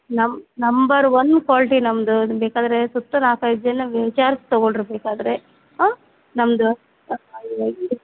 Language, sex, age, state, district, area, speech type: Kannada, female, 30-45, Karnataka, Bellary, rural, conversation